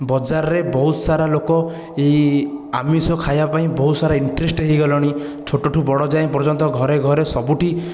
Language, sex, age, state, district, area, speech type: Odia, male, 30-45, Odisha, Khordha, rural, spontaneous